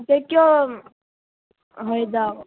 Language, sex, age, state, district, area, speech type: Assamese, female, 18-30, Assam, Nalbari, rural, conversation